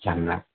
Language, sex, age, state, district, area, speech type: Sanskrit, male, 18-30, Telangana, Karimnagar, urban, conversation